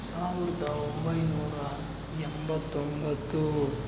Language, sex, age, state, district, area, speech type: Kannada, male, 60+, Karnataka, Kolar, rural, spontaneous